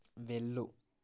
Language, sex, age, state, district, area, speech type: Telugu, male, 18-30, Telangana, Mancherial, rural, read